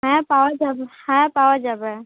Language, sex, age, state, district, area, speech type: Bengali, female, 30-45, West Bengal, Uttar Dinajpur, urban, conversation